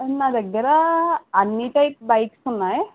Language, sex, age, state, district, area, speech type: Telugu, female, 30-45, Andhra Pradesh, Eluru, rural, conversation